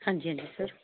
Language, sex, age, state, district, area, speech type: Punjabi, female, 30-45, Punjab, Fazilka, rural, conversation